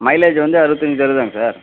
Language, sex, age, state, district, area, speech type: Tamil, male, 18-30, Tamil Nadu, Namakkal, rural, conversation